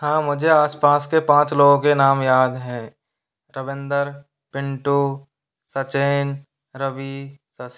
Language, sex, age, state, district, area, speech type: Hindi, male, 45-60, Rajasthan, Jaipur, urban, spontaneous